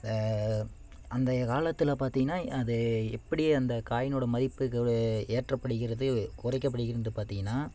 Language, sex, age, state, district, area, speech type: Tamil, male, 18-30, Tamil Nadu, Namakkal, rural, spontaneous